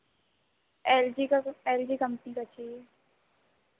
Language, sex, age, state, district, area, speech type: Hindi, female, 18-30, Madhya Pradesh, Chhindwara, urban, conversation